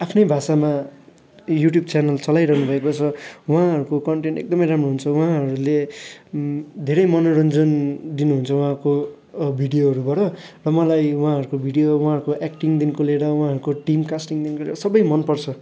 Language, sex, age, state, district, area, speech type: Nepali, male, 18-30, West Bengal, Darjeeling, rural, spontaneous